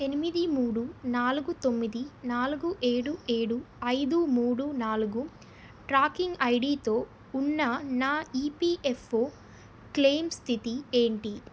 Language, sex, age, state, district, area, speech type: Telugu, female, 18-30, Telangana, Peddapalli, urban, read